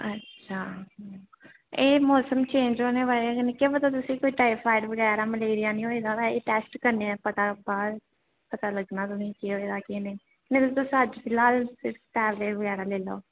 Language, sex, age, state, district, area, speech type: Dogri, female, 18-30, Jammu and Kashmir, Reasi, rural, conversation